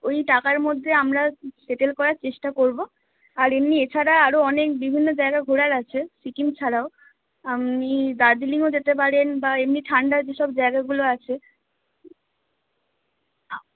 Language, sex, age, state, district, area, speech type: Bengali, female, 18-30, West Bengal, Howrah, urban, conversation